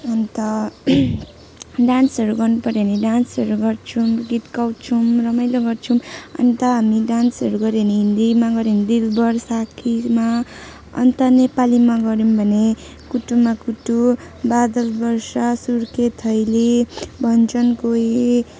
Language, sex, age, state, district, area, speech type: Nepali, female, 18-30, West Bengal, Jalpaiguri, urban, spontaneous